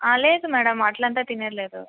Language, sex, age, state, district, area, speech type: Telugu, female, 18-30, Andhra Pradesh, Sri Balaji, rural, conversation